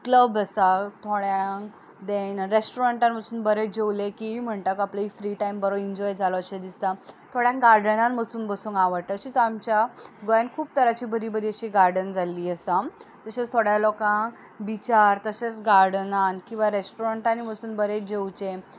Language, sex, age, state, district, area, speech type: Goan Konkani, female, 18-30, Goa, Ponda, urban, spontaneous